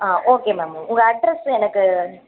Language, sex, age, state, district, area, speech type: Tamil, female, 30-45, Tamil Nadu, Chennai, urban, conversation